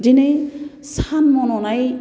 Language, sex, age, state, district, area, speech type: Bodo, female, 30-45, Assam, Baksa, urban, spontaneous